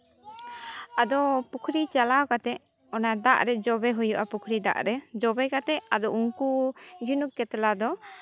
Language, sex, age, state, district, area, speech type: Santali, female, 18-30, West Bengal, Jhargram, rural, spontaneous